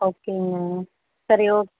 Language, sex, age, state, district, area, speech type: Tamil, female, 18-30, Tamil Nadu, Tirupattur, rural, conversation